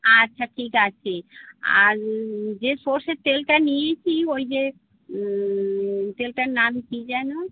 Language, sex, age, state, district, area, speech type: Bengali, female, 45-60, West Bengal, North 24 Parganas, urban, conversation